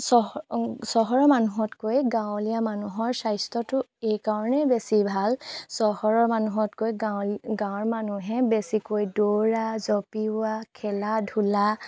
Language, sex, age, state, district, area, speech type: Assamese, female, 30-45, Assam, Golaghat, rural, spontaneous